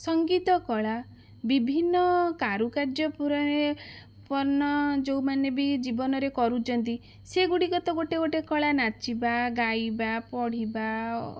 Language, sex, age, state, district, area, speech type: Odia, female, 30-45, Odisha, Bhadrak, rural, spontaneous